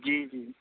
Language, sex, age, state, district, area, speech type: Urdu, male, 18-30, Uttar Pradesh, Saharanpur, urban, conversation